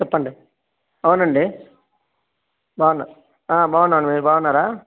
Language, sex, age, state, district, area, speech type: Telugu, male, 60+, Andhra Pradesh, Sri Balaji, urban, conversation